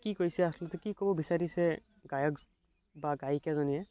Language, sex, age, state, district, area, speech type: Assamese, male, 18-30, Assam, Barpeta, rural, spontaneous